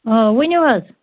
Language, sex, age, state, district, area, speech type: Kashmiri, female, 45-60, Jammu and Kashmir, Baramulla, rural, conversation